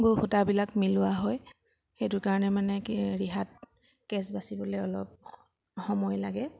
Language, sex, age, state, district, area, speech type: Assamese, female, 30-45, Assam, Sivasagar, urban, spontaneous